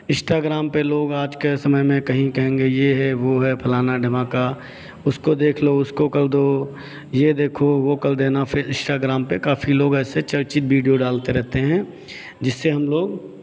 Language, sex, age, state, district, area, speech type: Hindi, male, 45-60, Uttar Pradesh, Hardoi, rural, spontaneous